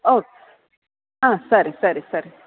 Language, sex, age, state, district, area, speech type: Kannada, female, 45-60, Karnataka, Bellary, urban, conversation